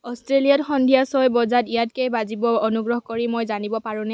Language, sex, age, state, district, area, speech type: Assamese, female, 18-30, Assam, Kamrup Metropolitan, rural, read